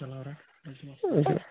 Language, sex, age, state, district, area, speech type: Kashmiri, male, 30-45, Jammu and Kashmir, Bandipora, rural, conversation